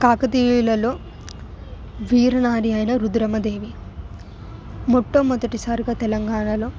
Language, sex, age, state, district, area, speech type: Telugu, female, 18-30, Telangana, Hyderabad, urban, spontaneous